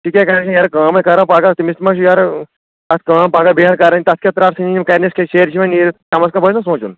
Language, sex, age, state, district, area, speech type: Kashmiri, male, 30-45, Jammu and Kashmir, Kulgam, urban, conversation